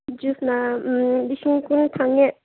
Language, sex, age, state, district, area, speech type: Manipuri, female, 18-30, Manipur, Senapati, rural, conversation